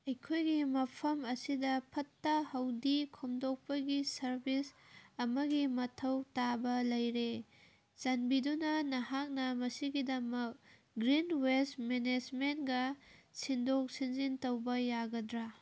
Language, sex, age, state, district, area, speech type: Manipuri, female, 30-45, Manipur, Kangpokpi, urban, read